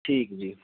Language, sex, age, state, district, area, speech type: Punjabi, male, 30-45, Punjab, Fatehgarh Sahib, rural, conversation